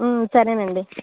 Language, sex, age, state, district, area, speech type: Telugu, female, 18-30, Andhra Pradesh, Guntur, urban, conversation